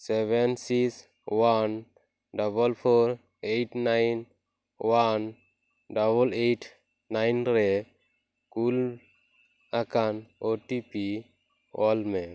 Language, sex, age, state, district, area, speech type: Santali, male, 18-30, West Bengal, Purba Bardhaman, rural, read